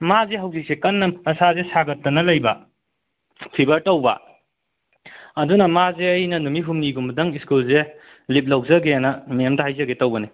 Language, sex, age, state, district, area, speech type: Manipuri, male, 45-60, Manipur, Imphal West, rural, conversation